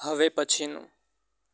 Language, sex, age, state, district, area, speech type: Gujarati, male, 18-30, Gujarat, Surat, rural, read